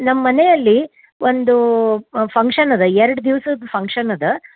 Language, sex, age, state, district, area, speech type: Kannada, female, 60+, Karnataka, Dharwad, rural, conversation